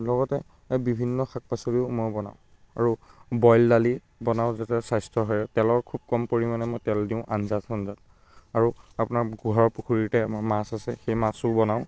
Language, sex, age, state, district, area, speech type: Assamese, male, 30-45, Assam, Biswanath, rural, spontaneous